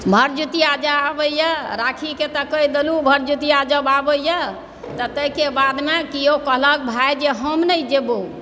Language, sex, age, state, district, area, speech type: Maithili, male, 60+, Bihar, Supaul, rural, spontaneous